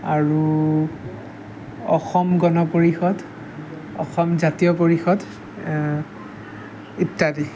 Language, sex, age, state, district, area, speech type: Assamese, male, 18-30, Assam, Jorhat, urban, spontaneous